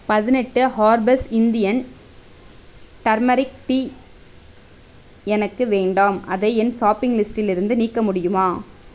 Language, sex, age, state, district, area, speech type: Tamil, female, 18-30, Tamil Nadu, Mayiladuthurai, rural, read